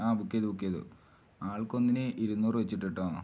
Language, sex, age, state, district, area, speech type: Malayalam, male, 18-30, Kerala, Wayanad, rural, spontaneous